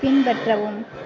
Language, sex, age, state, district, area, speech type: Tamil, female, 18-30, Tamil Nadu, Mayiladuthurai, urban, read